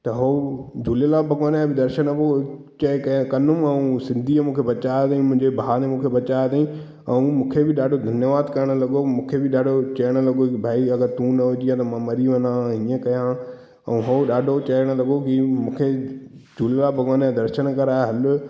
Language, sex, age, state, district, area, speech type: Sindhi, male, 18-30, Madhya Pradesh, Katni, urban, spontaneous